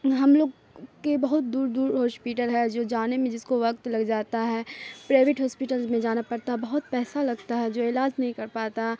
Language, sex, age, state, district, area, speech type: Urdu, female, 18-30, Bihar, Khagaria, rural, spontaneous